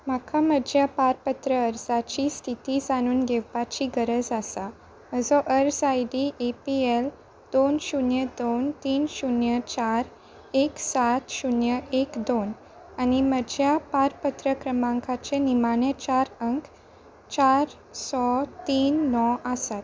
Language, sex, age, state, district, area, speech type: Goan Konkani, female, 18-30, Goa, Salcete, rural, read